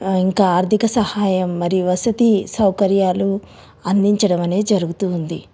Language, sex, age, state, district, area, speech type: Telugu, female, 30-45, Telangana, Ranga Reddy, urban, spontaneous